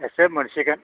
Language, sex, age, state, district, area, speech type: Bodo, male, 60+, Assam, Kokrajhar, rural, conversation